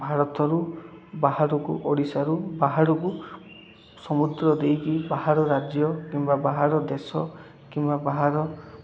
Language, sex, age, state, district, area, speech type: Odia, male, 18-30, Odisha, Koraput, urban, spontaneous